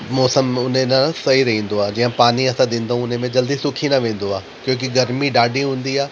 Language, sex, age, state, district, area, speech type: Sindhi, male, 30-45, Delhi, South Delhi, urban, spontaneous